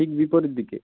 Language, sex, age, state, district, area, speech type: Bengali, male, 18-30, West Bengal, Purba Medinipur, rural, conversation